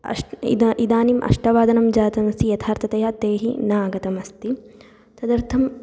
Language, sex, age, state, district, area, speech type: Sanskrit, female, 18-30, Karnataka, Chitradurga, rural, spontaneous